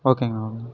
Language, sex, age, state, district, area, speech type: Tamil, male, 18-30, Tamil Nadu, Erode, rural, spontaneous